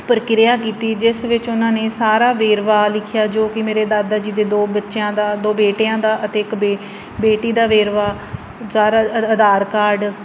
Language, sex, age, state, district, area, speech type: Punjabi, female, 30-45, Punjab, Fazilka, rural, spontaneous